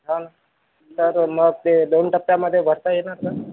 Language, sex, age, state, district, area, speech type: Marathi, male, 30-45, Maharashtra, Akola, urban, conversation